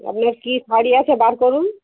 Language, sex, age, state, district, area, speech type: Bengali, female, 60+, West Bengal, Purba Medinipur, rural, conversation